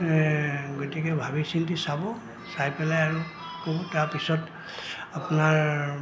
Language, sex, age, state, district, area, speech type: Assamese, male, 60+, Assam, Goalpara, rural, spontaneous